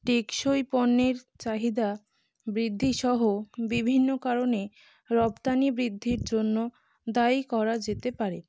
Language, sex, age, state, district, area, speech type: Bengali, female, 18-30, West Bengal, North 24 Parganas, urban, spontaneous